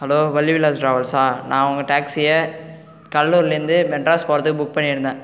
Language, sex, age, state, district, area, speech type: Tamil, male, 18-30, Tamil Nadu, Cuddalore, rural, spontaneous